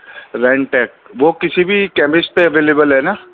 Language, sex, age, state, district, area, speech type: Urdu, male, 30-45, Delhi, Central Delhi, urban, conversation